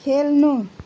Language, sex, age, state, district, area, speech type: Nepali, female, 45-60, West Bengal, Kalimpong, rural, read